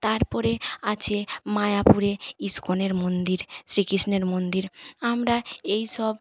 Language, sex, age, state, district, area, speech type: Bengali, female, 30-45, West Bengal, Jhargram, rural, spontaneous